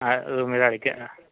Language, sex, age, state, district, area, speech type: Odia, male, 45-60, Odisha, Sambalpur, rural, conversation